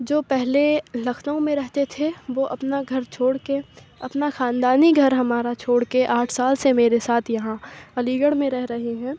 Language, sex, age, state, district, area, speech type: Urdu, female, 18-30, Uttar Pradesh, Aligarh, urban, spontaneous